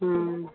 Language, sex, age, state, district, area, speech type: Sindhi, female, 45-60, Uttar Pradesh, Lucknow, urban, conversation